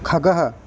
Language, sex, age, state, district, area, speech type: Sanskrit, male, 18-30, Odisha, Puri, urban, read